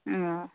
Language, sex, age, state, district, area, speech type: Santali, female, 18-30, West Bengal, Birbhum, rural, conversation